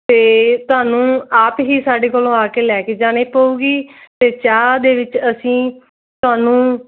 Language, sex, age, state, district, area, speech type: Punjabi, female, 30-45, Punjab, Muktsar, urban, conversation